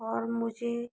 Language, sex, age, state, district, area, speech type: Hindi, female, 18-30, Rajasthan, Karauli, rural, spontaneous